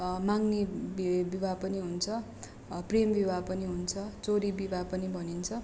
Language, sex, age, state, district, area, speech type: Nepali, female, 18-30, West Bengal, Darjeeling, rural, spontaneous